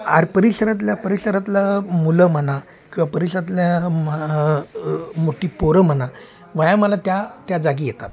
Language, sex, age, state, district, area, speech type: Marathi, male, 45-60, Maharashtra, Sangli, urban, spontaneous